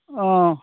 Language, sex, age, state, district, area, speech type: Assamese, male, 60+, Assam, Dhemaji, rural, conversation